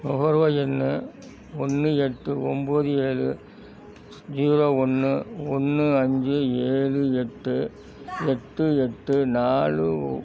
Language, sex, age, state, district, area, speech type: Tamil, male, 60+, Tamil Nadu, Thanjavur, rural, read